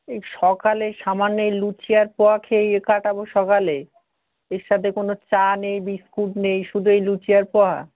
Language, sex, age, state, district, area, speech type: Bengali, male, 18-30, West Bengal, South 24 Parganas, rural, conversation